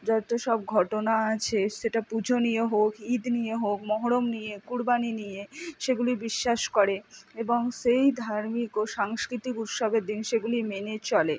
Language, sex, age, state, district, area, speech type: Bengali, female, 60+, West Bengal, Purba Bardhaman, rural, spontaneous